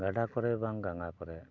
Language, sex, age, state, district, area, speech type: Santali, male, 45-60, West Bengal, Dakshin Dinajpur, rural, spontaneous